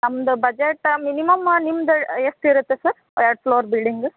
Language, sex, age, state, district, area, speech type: Kannada, female, 30-45, Karnataka, Koppal, rural, conversation